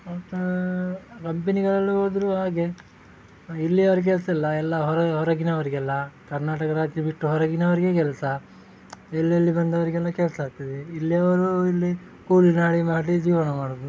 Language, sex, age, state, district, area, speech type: Kannada, male, 30-45, Karnataka, Udupi, rural, spontaneous